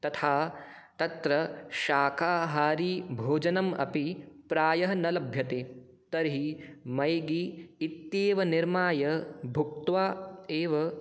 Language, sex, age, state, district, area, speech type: Sanskrit, male, 18-30, Rajasthan, Jaipur, urban, spontaneous